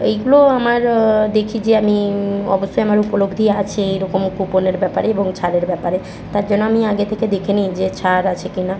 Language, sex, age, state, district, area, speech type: Bengali, female, 45-60, West Bengal, Jhargram, rural, spontaneous